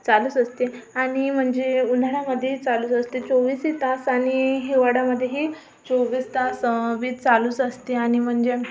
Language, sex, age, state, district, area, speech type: Marathi, female, 18-30, Maharashtra, Amravati, urban, spontaneous